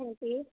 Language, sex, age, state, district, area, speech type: Punjabi, female, 18-30, Punjab, Fazilka, rural, conversation